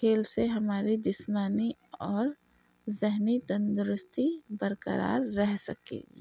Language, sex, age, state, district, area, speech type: Urdu, female, 30-45, Uttar Pradesh, Lucknow, urban, spontaneous